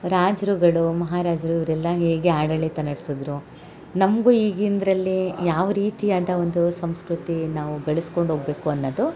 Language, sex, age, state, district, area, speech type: Kannada, female, 45-60, Karnataka, Hassan, urban, spontaneous